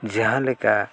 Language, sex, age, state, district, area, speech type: Santali, male, 60+, Odisha, Mayurbhanj, rural, spontaneous